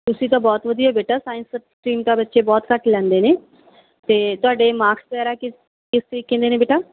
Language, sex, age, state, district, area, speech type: Punjabi, female, 30-45, Punjab, Barnala, urban, conversation